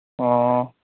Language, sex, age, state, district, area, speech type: Manipuri, male, 30-45, Manipur, Kangpokpi, urban, conversation